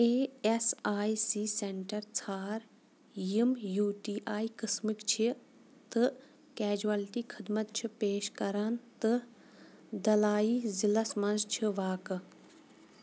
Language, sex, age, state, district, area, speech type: Kashmiri, female, 30-45, Jammu and Kashmir, Kulgam, rural, read